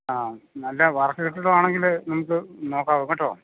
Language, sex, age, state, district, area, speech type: Malayalam, male, 60+, Kerala, Idukki, rural, conversation